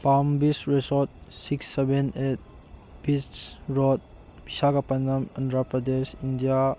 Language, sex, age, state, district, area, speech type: Manipuri, male, 18-30, Manipur, Churachandpur, rural, read